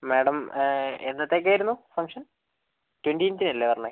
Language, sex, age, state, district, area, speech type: Malayalam, male, 18-30, Kerala, Wayanad, rural, conversation